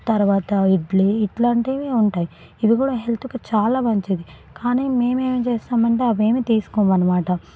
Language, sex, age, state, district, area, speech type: Telugu, female, 18-30, Telangana, Sangareddy, rural, spontaneous